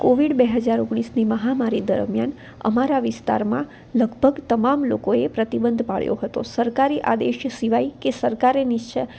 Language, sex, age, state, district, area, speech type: Gujarati, female, 18-30, Gujarat, Anand, urban, spontaneous